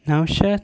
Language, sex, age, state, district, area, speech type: Kashmiri, male, 30-45, Jammu and Kashmir, Kupwara, rural, spontaneous